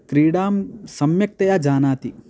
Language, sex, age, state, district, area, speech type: Sanskrit, male, 18-30, Karnataka, Belgaum, rural, spontaneous